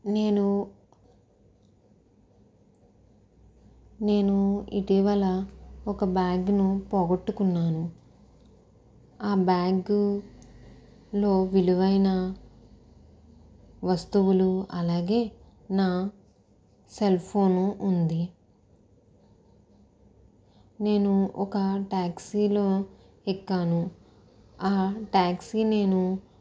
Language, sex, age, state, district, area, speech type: Telugu, female, 18-30, Andhra Pradesh, Konaseema, rural, spontaneous